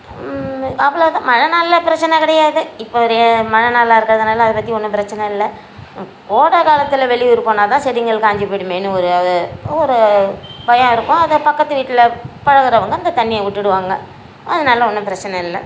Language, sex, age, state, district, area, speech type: Tamil, female, 60+, Tamil Nadu, Nagapattinam, rural, spontaneous